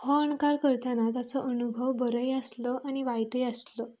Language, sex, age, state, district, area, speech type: Goan Konkani, female, 18-30, Goa, Canacona, rural, spontaneous